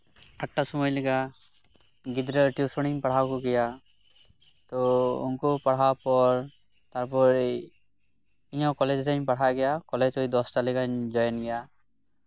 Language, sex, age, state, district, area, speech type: Santali, male, 18-30, West Bengal, Birbhum, rural, spontaneous